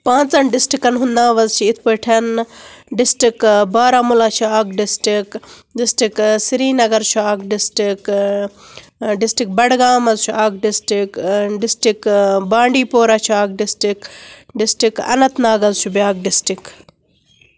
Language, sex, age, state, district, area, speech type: Kashmiri, female, 30-45, Jammu and Kashmir, Baramulla, rural, spontaneous